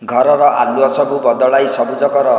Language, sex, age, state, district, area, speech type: Odia, male, 45-60, Odisha, Nayagarh, rural, read